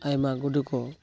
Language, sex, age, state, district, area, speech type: Santali, male, 18-30, West Bengal, Purulia, rural, spontaneous